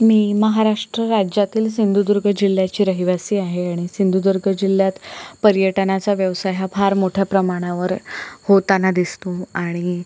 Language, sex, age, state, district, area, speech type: Marathi, female, 18-30, Maharashtra, Sindhudurg, rural, spontaneous